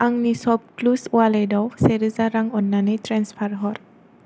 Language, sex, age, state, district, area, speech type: Bodo, female, 18-30, Assam, Kokrajhar, rural, read